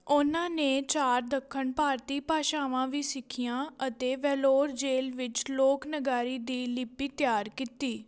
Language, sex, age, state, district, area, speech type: Punjabi, female, 18-30, Punjab, Patiala, rural, read